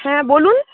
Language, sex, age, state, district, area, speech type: Bengali, female, 18-30, West Bengal, Uttar Dinajpur, rural, conversation